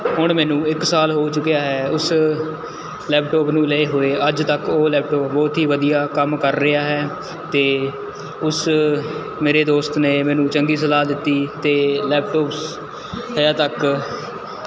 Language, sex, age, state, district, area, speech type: Punjabi, male, 18-30, Punjab, Mohali, rural, spontaneous